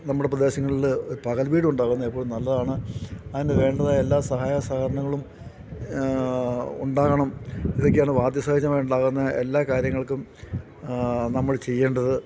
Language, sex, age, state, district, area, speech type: Malayalam, male, 60+, Kerala, Idukki, rural, spontaneous